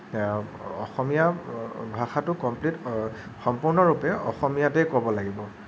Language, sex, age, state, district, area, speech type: Assamese, male, 18-30, Assam, Nagaon, rural, spontaneous